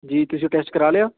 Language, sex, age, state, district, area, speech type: Punjabi, male, 18-30, Punjab, Patiala, urban, conversation